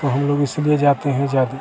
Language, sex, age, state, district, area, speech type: Hindi, male, 45-60, Bihar, Vaishali, urban, spontaneous